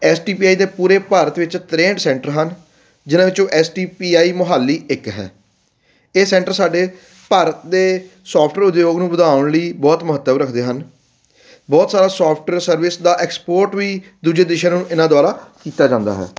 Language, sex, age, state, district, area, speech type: Punjabi, male, 30-45, Punjab, Fatehgarh Sahib, urban, spontaneous